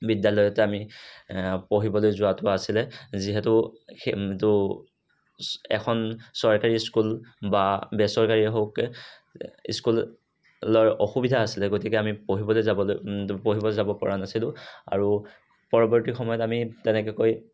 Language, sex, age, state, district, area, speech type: Assamese, male, 60+, Assam, Kamrup Metropolitan, urban, spontaneous